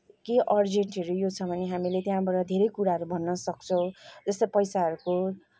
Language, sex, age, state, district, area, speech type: Nepali, female, 30-45, West Bengal, Kalimpong, rural, spontaneous